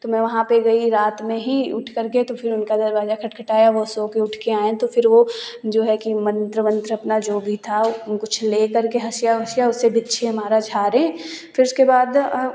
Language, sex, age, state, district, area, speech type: Hindi, female, 18-30, Uttar Pradesh, Jaunpur, rural, spontaneous